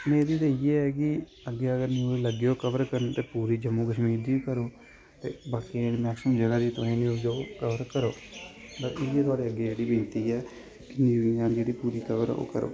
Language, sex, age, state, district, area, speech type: Dogri, male, 18-30, Jammu and Kashmir, Samba, urban, spontaneous